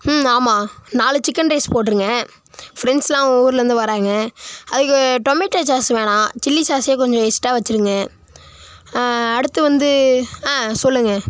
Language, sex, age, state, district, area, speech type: Tamil, male, 18-30, Tamil Nadu, Nagapattinam, rural, spontaneous